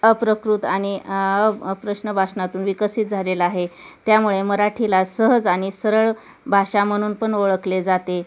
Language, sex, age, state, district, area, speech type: Marathi, female, 30-45, Maharashtra, Osmanabad, rural, spontaneous